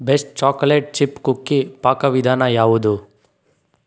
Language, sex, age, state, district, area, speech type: Kannada, male, 45-60, Karnataka, Bidar, rural, read